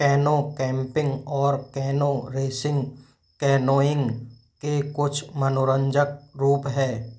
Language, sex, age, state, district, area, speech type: Hindi, male, 30-45, Rajasthan, Jaipur, urban, read